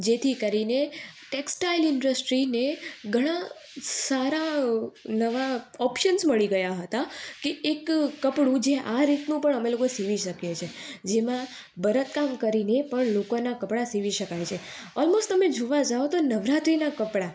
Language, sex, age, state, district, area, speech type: Gujarati, female, 18-30, Gujarat, Surat, urban, spontaneous